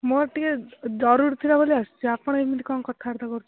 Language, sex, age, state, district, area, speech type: Odia, female, 18-30, Odisha, Kendrapara, urban, conversation